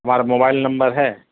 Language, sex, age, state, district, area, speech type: Urdu, female, 18-30, Bihar, Gaya, urban, conversation